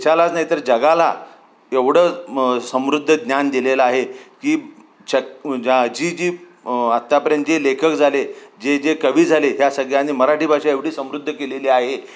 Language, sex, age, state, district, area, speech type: Marathi, male, 60+, Maharashtra, Sangli, rural, spontaneous